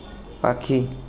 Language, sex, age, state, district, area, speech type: Bengali, male, 30-45, West Bengal, Purulia, urban, read